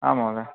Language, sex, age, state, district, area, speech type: Sanskrit, male, 45-60, Karnataka, Vijayanagara, rural, conversation